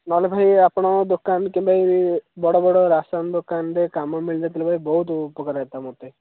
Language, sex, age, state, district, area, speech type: Odia, male, 18-30, Odisha, Ganjam, urban, conversation